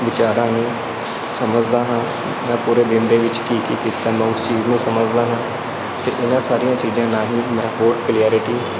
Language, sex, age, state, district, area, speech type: Punjabi, male, 18-30, Punjab, Kapurthala, rural, spontaneous